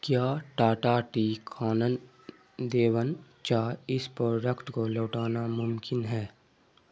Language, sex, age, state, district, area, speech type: Urdu, male, 18-30, Bihar, Saharsa, rural, read